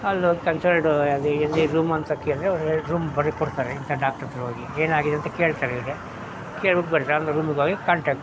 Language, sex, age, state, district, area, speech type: Kannada, male, 60+, Karnataka, Mysore, rural, spontaneous